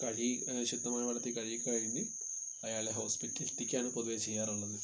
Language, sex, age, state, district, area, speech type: Malayalam, male, 18-30, Kerala, Wayanad, rural, spontaneous